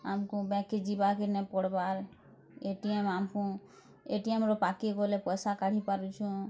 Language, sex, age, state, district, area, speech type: Odia, female, 30-45, Odisha, Bargarh, rural, spontaneous